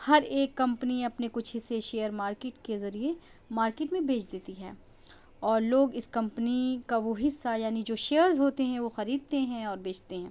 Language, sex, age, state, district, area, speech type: Urdu, female, 30-45, Delhi, South Delhi, urban, spontaneous